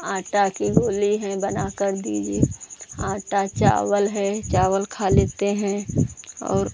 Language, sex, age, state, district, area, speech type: Hindi, female, 45-60, Uttar Pradesh, Lucknow, rural, spontaneous